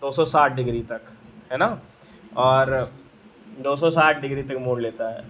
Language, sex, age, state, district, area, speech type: Hindi, male, 45-60, Uttar Pradesh, Lucknow, rural, spontaneous